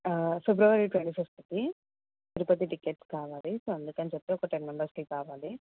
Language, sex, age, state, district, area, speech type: Telugu, female, 18-30, Telangana, Medchal, urban, conversation